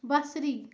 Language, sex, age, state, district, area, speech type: Kashmiri, female, 18-30, Jammu and Kashmir, Anantnag, urban, read